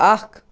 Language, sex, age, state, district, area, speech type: Kashmiri, male, 18-30, Jammu and Kashmir, Baramulla, rural, read